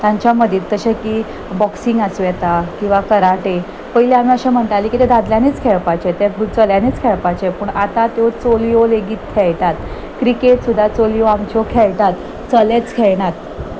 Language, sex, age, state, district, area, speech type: Goan Konkani, female, 30-45, Goa, Salcete, urban, spontaneous